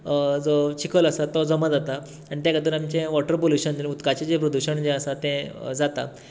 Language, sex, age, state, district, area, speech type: Goan Konkani, male, 18-30, Goa, Tiswadi, rural, spontaneous